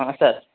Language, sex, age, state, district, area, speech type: Kannada, male, 30-45, Karnataka, Belgaum, rural, conversation